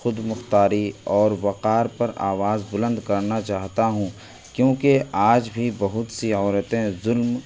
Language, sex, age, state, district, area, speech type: Urdu, male, 18-30, Delhi, New Delhi, rural, spontaneous